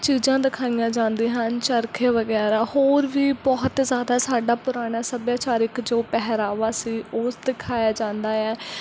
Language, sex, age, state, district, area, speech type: Punjabi, female, 18-30, Punjab, Mansa, rural, spontaneous